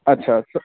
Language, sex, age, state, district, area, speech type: Hindi, male, 30-45, Uttar Pradesh, Bhadohi, urban, conversation